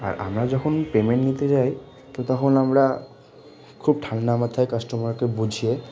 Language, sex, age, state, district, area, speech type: Bengali, male, 18-30, West Bengal, Malda, rural, spontaneous